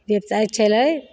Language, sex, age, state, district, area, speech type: Maithili, female, 60+, Bihar, Begusarai, rural, spontaneous